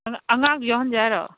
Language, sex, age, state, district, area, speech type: Manipuri, female, 45-60, Manipur, Imphal East, rural, conversation